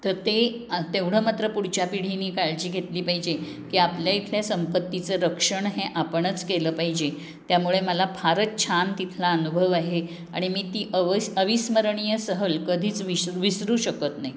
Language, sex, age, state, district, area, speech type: Marathi, female, 60+, Maharashtra, Pune, urban, spontaneous